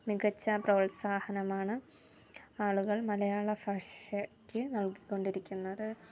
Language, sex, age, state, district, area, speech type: Malayalam, female, 18-30, Kerala, Thiruvananthapuram, rural, spontaneous